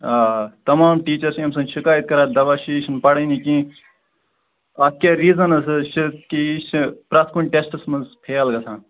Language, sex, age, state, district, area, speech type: Kashmiri, male, 18-30, Jammu and Kashmir, Kupwara, rural, conversation